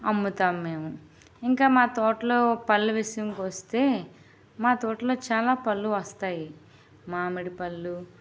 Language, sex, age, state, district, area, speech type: Telugu, female, 18-30, Andhra Pradesh, Vizianagaram, rural, spontaneous